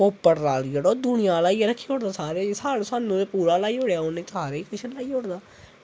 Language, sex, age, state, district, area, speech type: Dogri, male, 18-30, Jammu and Kashmir, Samba, rural, spontaneous